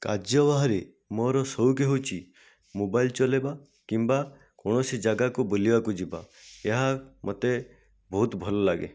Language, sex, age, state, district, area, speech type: Odia, male, 45-60, Odisha, Jajpur, rural, spontaneous